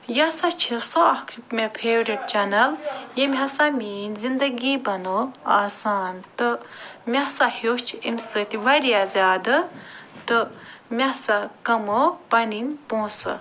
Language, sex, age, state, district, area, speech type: Kashmiri, female, 45-60, Jammu and Kashmir, Ganderbal, urban, spontaneous